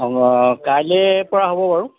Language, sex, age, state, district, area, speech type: Assamese, male, 45-60, Assam, Golaghat, urban, conversation